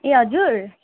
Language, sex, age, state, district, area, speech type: Nepali, female, 18-30, West Bengal, Kalimpong, rural, conversation